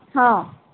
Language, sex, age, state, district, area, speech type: Odia, female, 18-30, Odisha, Sambalpur, rural, conversation